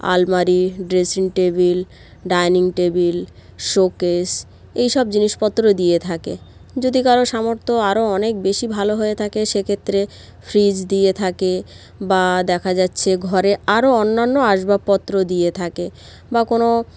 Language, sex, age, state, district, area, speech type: Bengali, female, 30-45, West Bengal, North 24 Parganas, rural, spontaneous